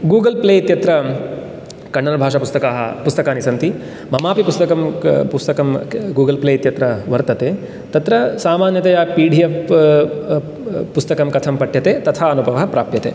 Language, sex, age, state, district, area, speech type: Sanskrit, male, 30-45, Karnataka, Uttara Kannada, rural, spontaneous